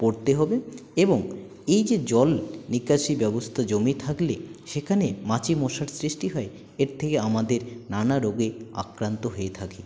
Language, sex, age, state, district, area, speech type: Bengali, male, 18-30, West Bengal, Jalpaiguri, rural, spontaneous